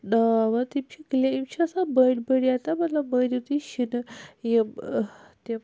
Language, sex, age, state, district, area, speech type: Kashmiri, female, 45-60, Jammu and Kashmir, Srinagar, urban, spontaneous